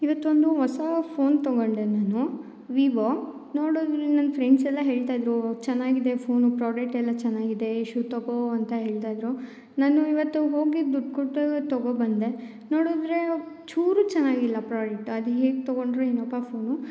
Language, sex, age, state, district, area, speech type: Kannada, female, 18-30, Karnataka, Chikkamagaluru, rural, spontaneous